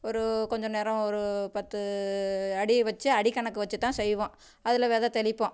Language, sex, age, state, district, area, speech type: Tamil, female, 45-60, Tamil Nadu, Tiruchirappalli, rural, spontaneous